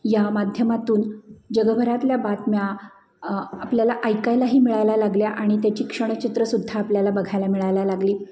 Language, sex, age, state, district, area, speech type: Marathi, female, 45-60, Maharashtra, Satara, urban, spontaneous